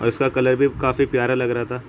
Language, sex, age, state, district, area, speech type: Urdu, male, 18-30, Uttar Pradesh, Ghaziabad, urban, spontaneous